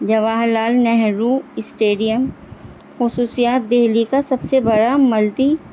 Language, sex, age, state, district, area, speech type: Urdu, female, 45-60, Delhi, North East Delhi, urban, spontaneous